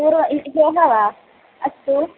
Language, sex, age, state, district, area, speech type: Sanskrit, female, 18-30, Kerala, Malappuram, urban, conversation